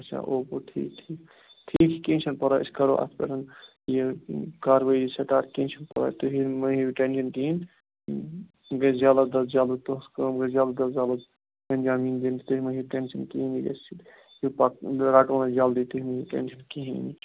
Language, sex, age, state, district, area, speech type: Kashmiri, male, 30-45, Jammu and Kashmir, Ganderbal, rural, conversation